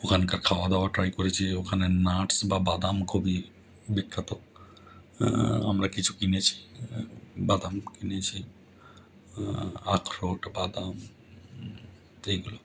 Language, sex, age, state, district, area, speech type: Bengali, male, 30-45, West Bengal, Howrah, urban, spontaneous